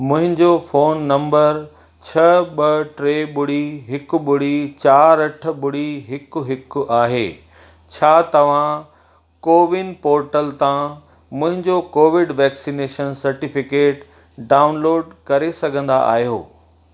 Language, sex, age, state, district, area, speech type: Sindhi, male, 45-60, Madhya Pradesh, Katni, rural, read